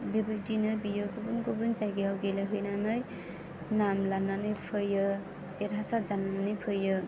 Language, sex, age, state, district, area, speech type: Bodo, female, 18-30, Assam, Chirang, rural, spontaneous